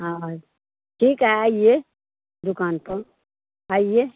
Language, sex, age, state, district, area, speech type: Hindi, female, 60+, Bihar, Madhepura, urban, conversation